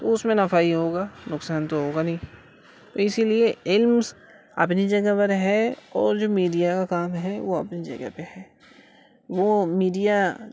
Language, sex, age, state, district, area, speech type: Urdu, male, 18-30, Uttar Pradesh, Gautam Buddha Nagar, rural, spontaneous